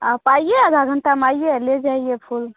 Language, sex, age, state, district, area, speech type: Hindi, female, 30-45, Bihar, Begusarai, rural, conversation